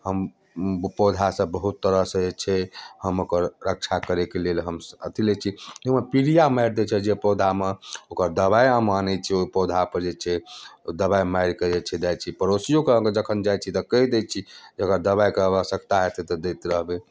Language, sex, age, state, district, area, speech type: Maithili, male, 30-45, Bihar, Darbhanga, rural, spontaneous